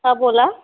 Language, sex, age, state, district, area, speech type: Marathi, female, 30-45, Maharashtra, Wardha, rural, conversation